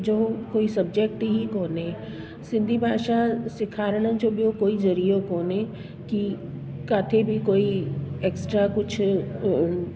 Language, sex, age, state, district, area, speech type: Sindhi, female, 45-60, Delhi, South Delhi, urban, spontaneous